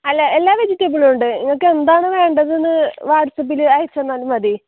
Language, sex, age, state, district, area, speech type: Malayalam, female, 18-30, Kerala, Palakkad, rural, conversation